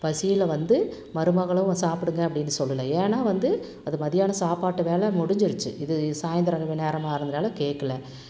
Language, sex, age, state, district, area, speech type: Tamil, female, 45-60, Tamil Nadu, Tiruppur, rural, spontaneous